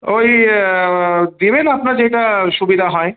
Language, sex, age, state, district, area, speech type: Bengali, male, 30-45, West Bengal, Jalpaiguri, rural, conversation